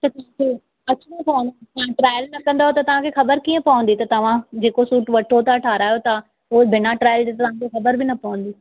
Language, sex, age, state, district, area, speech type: Sindhi, female, 30-45, Maharashtra, Thane, urban, conversation